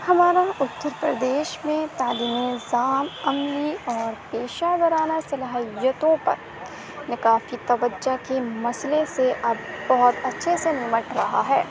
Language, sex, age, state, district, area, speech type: Urdu, female, 18-30, Uttar Pradesh, Aligarh, urban, spontaneous